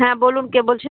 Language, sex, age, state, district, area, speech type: Bengali, female, 30-45, West Bengal, Murshidabad, rural, conversation